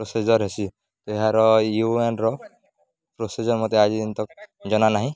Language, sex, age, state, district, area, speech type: Odia, male, 18-30, Odisha, Nuapada, rural, spontaneous